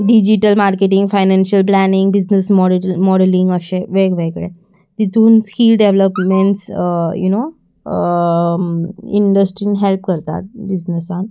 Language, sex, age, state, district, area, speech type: Goan Konkani, female, 18-30, Goa, Salcete, urban, spontaneous